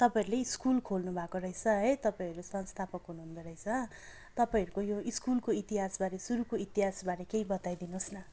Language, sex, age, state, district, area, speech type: Nepali, female, 60+, West Bengal, Kalimpong, rural, spontaneous